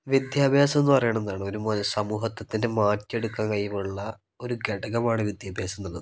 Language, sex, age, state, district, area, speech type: Malayalam, male, 18-30, Kerala, Kozhikode, rural, spontaneous